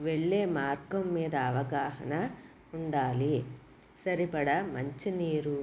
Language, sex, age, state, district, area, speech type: Telugu, female, 30-45, Andhra Pradesh, Konaseema, rural, spontaneous